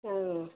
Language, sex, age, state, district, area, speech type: Tamil, female, 45-60, Tamil Nadu, Salem, rural, conversation